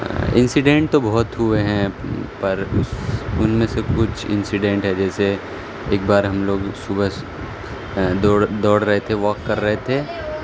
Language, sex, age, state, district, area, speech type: Urdu, male, 30-45, Bihar, Supaul, rural, spontaneous